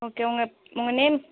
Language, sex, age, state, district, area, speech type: Tamil, female, 45-60, Tamil Nadu, Cuddalore, rural, conversation